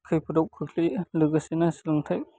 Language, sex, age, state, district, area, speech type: Bodo, male, 18-30, Assam, Baksa, rural, spontaneous